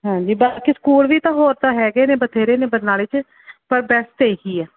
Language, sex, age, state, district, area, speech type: Punjabi, female, 30-45, Punjab, Barnala, rural, conversation